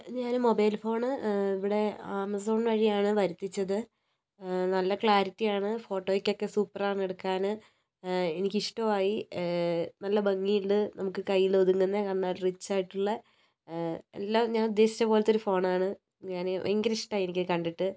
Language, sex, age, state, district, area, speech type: Malayalam, male, 30-45, Kerala, Wayanad, rural, spontaneous